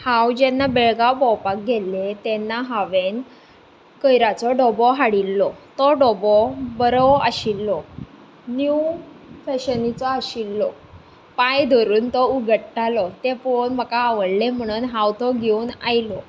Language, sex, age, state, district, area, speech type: Goan Konkani, female, 18-30, Goa, Tiswadi, rural, spontaneous